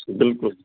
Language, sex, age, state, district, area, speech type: Sindhi, male, 60+, Delhi, South Delhi, urban, conversation